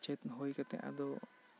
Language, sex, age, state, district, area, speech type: Santali, male, 18-30, West Bengal, Bankura, rural, spontaneous